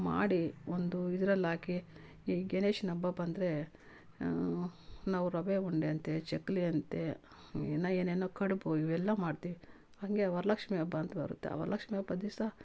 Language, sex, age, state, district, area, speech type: Kannada, female, 45-60, Karnataka, Kolar, rural, spontaneous